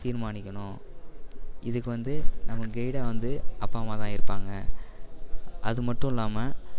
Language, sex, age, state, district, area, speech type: Tamil, male, 18-30, Tamil Nadu, Perambalur, urban, spontaneous